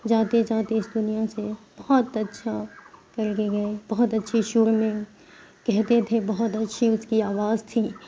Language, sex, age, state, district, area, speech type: Urdu, female, 18-30, Bihar, Khagaria, urban, spontaneous